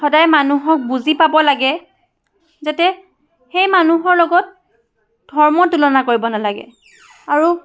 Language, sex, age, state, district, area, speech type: Assamese, female, 18-30, Assam, Charaideo, urban, spontaneous